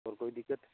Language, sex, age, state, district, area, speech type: Hindi, male, 18-30, Rajasthan, Nagaur, rural, conversation